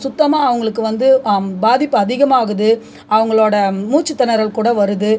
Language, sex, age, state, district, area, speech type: Tamil, female, 45-60, Tamil Nadu, Cuddalore, rural, spontaneous